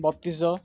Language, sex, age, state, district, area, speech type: Odia, male, 18-30, Odisha, Ganjam, urban, spontaneous